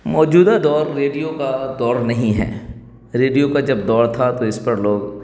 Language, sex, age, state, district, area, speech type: Urdu, male, 30-45, Bihar, Darbhanga, rural, spontaneous